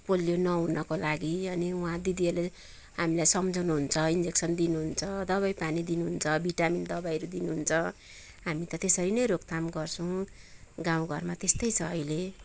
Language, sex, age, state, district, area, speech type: Nepali, female, 45-60, West Bengal, Kalimpong, rural, spontaneous